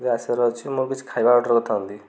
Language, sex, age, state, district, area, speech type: Odia, male, 18-30, Odisha, Kendujhar, urban, spontaneous